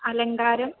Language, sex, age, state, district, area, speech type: Sanskrit, female, 18-30, Kerala, Thrissur, rural, conversation